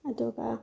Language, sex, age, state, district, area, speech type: Manipuri, female, 18-30, Manipur, Bishnupur, rural, spontaneous